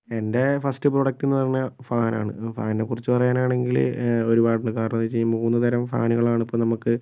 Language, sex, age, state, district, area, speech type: Malayalam, female, 30-45, Kerala, Kozhikode, urban, spontaneous